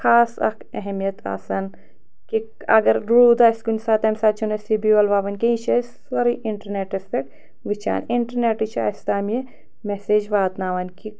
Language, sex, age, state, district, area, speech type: Kashmiri, female, 45-60, Jammu and Kashmir, Anantnag, rural, spontaneous